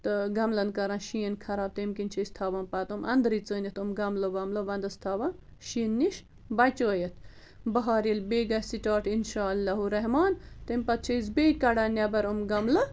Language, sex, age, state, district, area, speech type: Kashmiri, female, 30-45, Jammu and Kashmir, Bandipora, rural, spontaneous